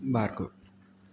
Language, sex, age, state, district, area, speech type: Telugu, male, 18-30, Telangana, Nalgonda, urban, spontaneous